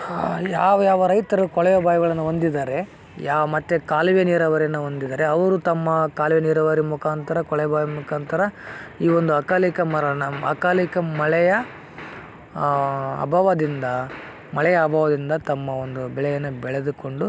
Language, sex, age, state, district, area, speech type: Kannada, male, 18-30, Karnataka, Koppal, rural, spontaneous